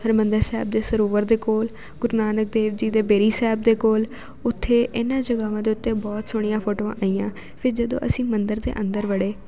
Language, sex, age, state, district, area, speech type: Punjabi, female, 18-30, Punjab, Jalandhar, urban, spontaneous